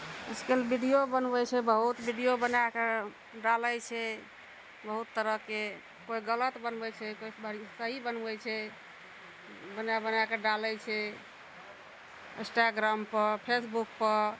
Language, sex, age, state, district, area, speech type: Maithili, female, 45-60, Bihar, Araria, rural, spontaneous